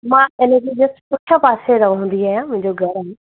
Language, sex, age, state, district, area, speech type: Sindhi, female, 18-30, Rajasthan, Ajmer, urban, conversation